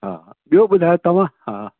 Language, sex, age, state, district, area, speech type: Sindhi, male, 60+, Delhi, South Delhi, urban, conversation